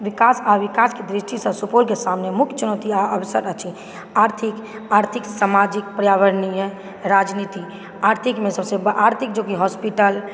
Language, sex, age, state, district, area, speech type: Maithili, female, 30-45, Bihar, Supaul, urban, spontaneous